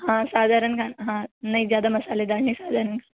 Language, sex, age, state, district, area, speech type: Hindi, female, 18-30, Rajasthan, Jaipur, urban, conversation